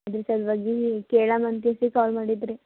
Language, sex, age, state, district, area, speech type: Kannada, female, 18-30, Karnataka, Gulbarga, rural, conversation